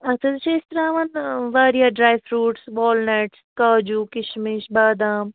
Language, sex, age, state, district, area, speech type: Kashmiri, female, 30-45, Jammu and Kashmir, Ganderbal, rural, conversation